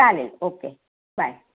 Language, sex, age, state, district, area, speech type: Marathi, female, 60+, Maharashtra, Sangli, urban, conversation